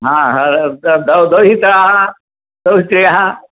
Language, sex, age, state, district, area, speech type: Sanskrit, male, 60+, Tamil Nadu, Thanjavur, urban, conversation